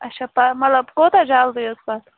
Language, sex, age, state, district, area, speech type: Kashmiri, female, 18-30, Jammu and Kashmir, Bandipora, rural, conversation